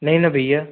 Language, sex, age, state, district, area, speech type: Hindi, male, 18-30, Madhya Pradesh, Betul, rural, conversation